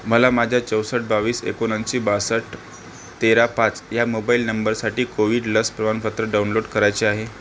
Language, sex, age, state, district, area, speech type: Marathi, male, 30-45, Maharashtra, Akola, rural, read